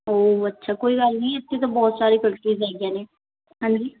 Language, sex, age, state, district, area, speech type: Punjabi, female, 30-45, Punjab, Ludhiana, rural, conversation